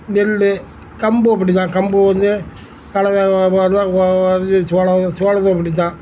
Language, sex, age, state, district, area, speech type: Tamil, male, 60+, Tamil Nadu, Tiruchirappalli, rural, spontaneous